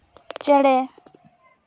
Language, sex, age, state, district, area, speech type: Santali, female, 18-30, West Bengal, Purulia, rural, read